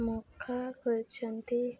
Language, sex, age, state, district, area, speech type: Odia, female, 18-30, Odisha, Nabarangpur, urban, spontaneous